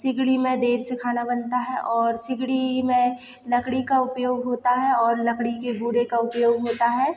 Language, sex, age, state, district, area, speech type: Hindi, female, 18-30, Madhya Pradesh, Hoshangabad, rural, spontaneous